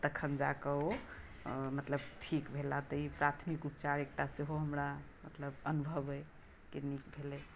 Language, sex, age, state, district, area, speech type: Maithili, female, 60+, Bihar, Madhubani, rural, spontaneous